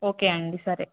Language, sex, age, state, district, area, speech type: Telugu, female, 18-30, Telangana, Kamareddy, urban, conversation